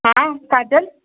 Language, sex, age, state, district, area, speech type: Sindhi, female, 30-45, Madhya Pradesh, Katni, rural, conversation